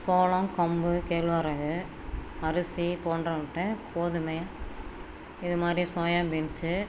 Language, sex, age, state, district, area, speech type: Tamil, female, 60+, Tamil Nadu, Namakkal, rural, spontaneous